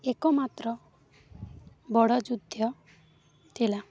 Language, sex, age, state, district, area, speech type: Odia, female, 18-30, Odisha, Balangir, urban, spontaneous